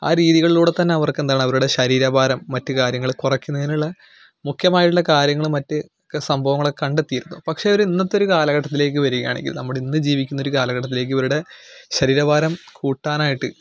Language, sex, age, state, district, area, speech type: Malayalam, male, 18-30, Kerala, Malappuram, rural, spontaneous